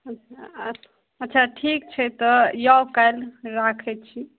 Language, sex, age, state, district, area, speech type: Maithili, female, 30-45, Bihar, Madhubani, rural, conversation